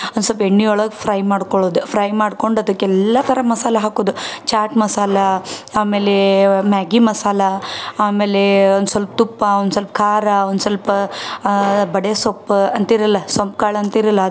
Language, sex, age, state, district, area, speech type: Kannada, female, 30-45, Karnataka, Dharwad, rural, spontaneous